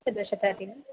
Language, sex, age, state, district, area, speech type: Sanskrit, female, 18-30, Kerala, Palakkad, rural, conversation